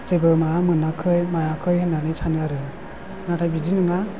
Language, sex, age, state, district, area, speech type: Bodo, male, 30-45, Assam, Chirang, rural, spontaneous